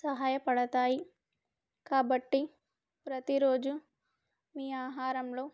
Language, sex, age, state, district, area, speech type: Telugu, female, 18-30, Andhra Pradesh, Alluri Sitarama Raju, rural, spontaneous